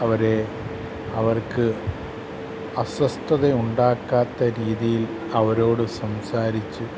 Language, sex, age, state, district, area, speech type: Malayalam, male, 45-60, Kerala, Kottayam, urban, spontaneous